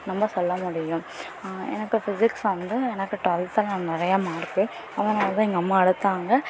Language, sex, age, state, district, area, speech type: Tamil, female, 18-30, Tamil Nadu, Perambalur, rural, spontaneous